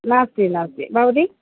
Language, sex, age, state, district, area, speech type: Sanskrit, female, 60+, Kerala, Kannur, urban, conversation